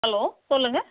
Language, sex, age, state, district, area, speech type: Tamil, female, 45-60, Tamil Nadu, Namakkal, rural, conversation